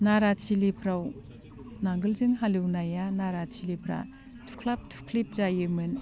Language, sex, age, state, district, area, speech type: Bodo, female, 60+, Assam, Udalguri, rural, spontaneous